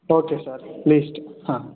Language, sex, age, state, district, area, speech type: Kannada, male, 18-30, Karnataka, Shimoga, rural, conversation